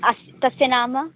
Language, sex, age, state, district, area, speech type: Sanskrit, female, 18-30, Karnataka, Bellary, urban, conversation